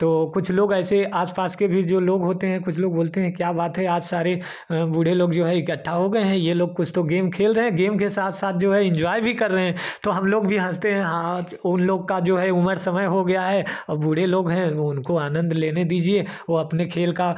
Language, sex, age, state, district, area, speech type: Hindi, male, 30-45, Uttar Pradesh, Jaunpur, rural, spontaneous